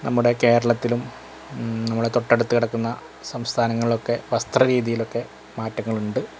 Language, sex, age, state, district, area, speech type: Malayalam, male, 30-45, Kerala, Malappuram, rural, spontaneous